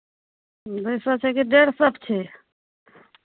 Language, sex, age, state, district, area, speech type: Maithili, female, 45-60, Bihar, Araria, rural, conversation